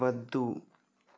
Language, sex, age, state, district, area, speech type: Telugu, male, 60+, Andhra Pradesh, West Godavari, rural, read